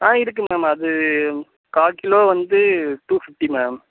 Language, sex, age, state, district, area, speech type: Tamil, male, 18-30, Tamil Nadu, Mayiladuthurai, rural, conversation